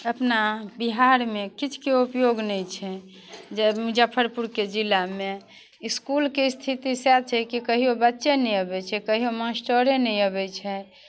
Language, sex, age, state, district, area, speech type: Maithili, female, 45-60, Bihar, Muzaffarpur, urban, spontaneous